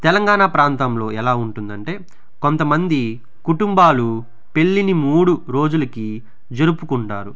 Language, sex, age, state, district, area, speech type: Telugu, male, 18-30, Andhra Pradesh, Sri Balaji, rural, spontaneous